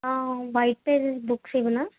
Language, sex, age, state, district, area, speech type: Telugu, female, 18-30, Andhra Pradesh, N T Rama Rao, urban, conversation